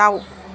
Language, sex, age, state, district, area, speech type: Bodo, female, 45-60, Assam, Chirang, rural, read